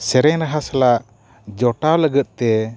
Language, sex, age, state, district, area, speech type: Santali, male, 45-60, Odisha, Mayurbhanj, rural, spontaneous